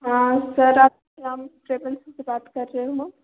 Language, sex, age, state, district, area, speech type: Hindi, female, 30-45, Madhya Pradesh, Betul, urban, conversation